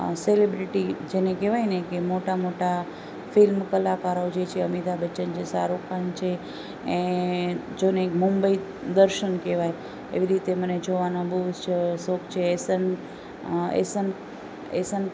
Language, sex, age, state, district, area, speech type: Gujarati, female, 30-45, Gujarat, Rajkot, rural, spontaneous